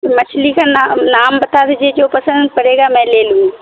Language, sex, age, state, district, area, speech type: Urdu, female, 45-60, Bihar, Supaul, rural, conversation